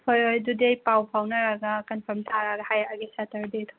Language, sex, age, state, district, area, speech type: Manipuri, female, 18-30, Manipur, Tengnoupal, rural, conversation